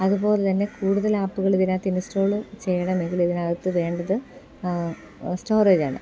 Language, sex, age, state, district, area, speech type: Malayalam, female, 30-45, Kerala, Thiruvananthapuram, urban, spontaneous